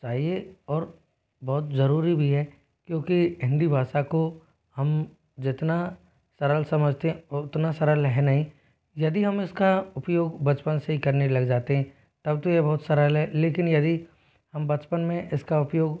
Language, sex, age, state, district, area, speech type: Hindi, male, 18-30, Rajasthan, Jodhpur, rural, spontaneous